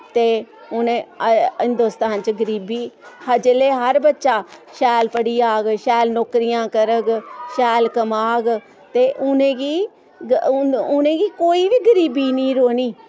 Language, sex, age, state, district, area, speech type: Dogri, female, 45-60, Jammu and Kashmir, Samba, rural, spontaneous